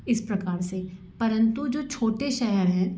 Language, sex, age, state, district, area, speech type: Hindi, female, 30-45, Madhya Pradesh, Bhopal, urban, spontaneous